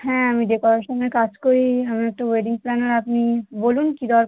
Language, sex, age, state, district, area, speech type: Bengali, female, 18-30, West Bengal, South 24 Parganas, rural, conversation